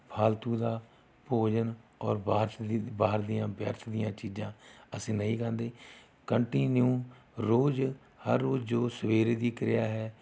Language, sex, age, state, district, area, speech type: Punjabi, male, 45-60, Punjab, Rupnagar, rural, spontaneous